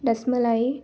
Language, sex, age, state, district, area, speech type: Marathi, female, 18-30, Maharashtra, Bhandara, rural, spontaneous